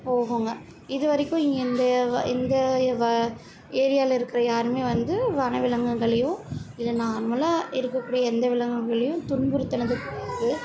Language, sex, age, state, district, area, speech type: Tamil, female, 30-45, Tamil Nadu, Chennai, urban, spontaneous